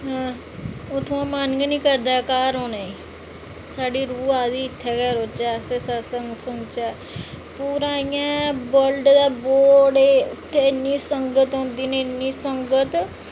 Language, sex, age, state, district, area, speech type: Dogri, female, 30-45, Jammu and Kashmir, Reasi, rural, spontaneous